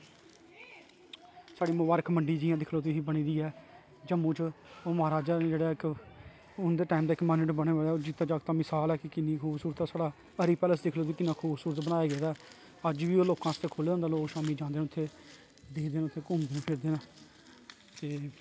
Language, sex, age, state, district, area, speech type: Dogri, male, 30-45, Jammu and Kashmir, Kathua, urban, spontaneous